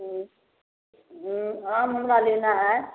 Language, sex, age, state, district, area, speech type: Hindi, female, 30-45, Bihar, Samastipur, rural, conversation